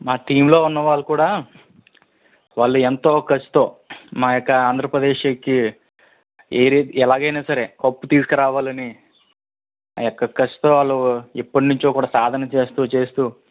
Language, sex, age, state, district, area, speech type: Telugu, male, 18-30, Andhra Pradesh, East Godavari, rural, conversation